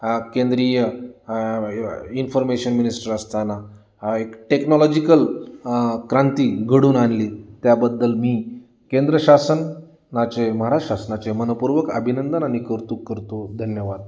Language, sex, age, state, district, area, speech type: Marathi, male, 45-60, Maharashtra, Nanded, urban, spontaneous